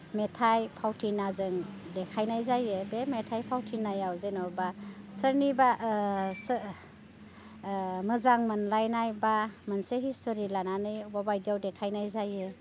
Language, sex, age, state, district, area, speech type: Bodo, female, 45-60, Assam, Baksa, rural, spontaneous